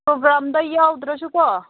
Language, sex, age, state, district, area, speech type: Manipuri, female, 30-45, Manipur, Senapati, urban, conversation